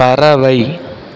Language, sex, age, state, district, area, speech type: Tamil, male, 18-30, Tamil Nadu, Mayiladuthurai, rural, read